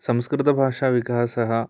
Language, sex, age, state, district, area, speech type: Sanskrit, male, 18-30, Kerala, Idukki, urban, spontaneous